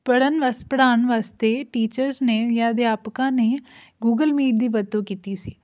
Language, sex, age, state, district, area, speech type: Punjabi, female, 18-30, Punjab, Fatehgarh Sahib, urban, spontaneous